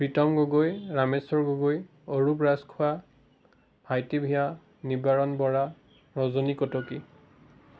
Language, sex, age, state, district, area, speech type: Assamese, male, 18-30, Assam, Biswanath, rural, spontaneous